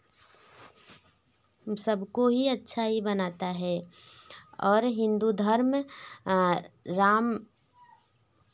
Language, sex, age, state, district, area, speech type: Hindi, female, 18-30, Uttar Pradesh, Varanasi, rural, spontaneous